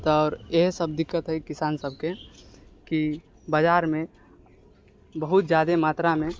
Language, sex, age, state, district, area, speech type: Maithili, male, 18-30, Bihar, Purnia, rural, spontaneous